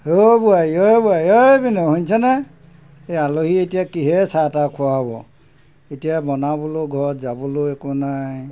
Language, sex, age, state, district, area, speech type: Assamese, male, 60+, Assam, Golaghat, urban, spontaneous